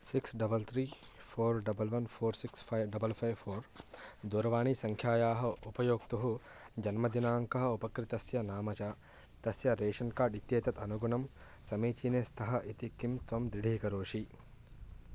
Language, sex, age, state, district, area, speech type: Sanskrit, male, 18-30, Andhra Pradesh, Guntur, urban, read